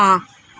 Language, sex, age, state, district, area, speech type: Punjabi, female, 30-45, Punjab, Mansa, urban, read